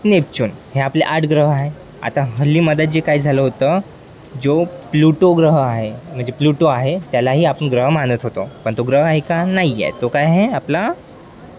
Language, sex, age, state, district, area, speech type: Marathi, male, 18-30, Maharashtra, Wardha, urban, spontaneous